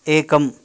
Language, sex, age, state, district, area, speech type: Sanskrit, male, 30-45, Karnataka, Dakshina Kannada, rural, read